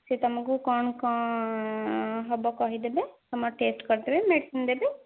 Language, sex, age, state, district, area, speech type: Odia, female, 45-60, Odisha, Nayagarh, rural, conversation